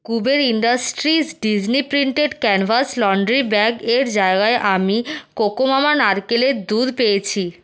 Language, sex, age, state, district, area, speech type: Bengali, female, 60+, West Bengal, Purulia, rural, read